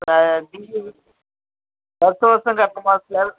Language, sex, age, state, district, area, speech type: Tamil, male, 30-45, Tamil Nadu, Tiruvannamalai, urban, conversation